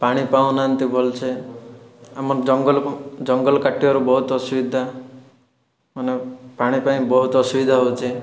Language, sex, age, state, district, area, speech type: Odia, male, 18-30, Odisha, Rayagada, urban, spontaneous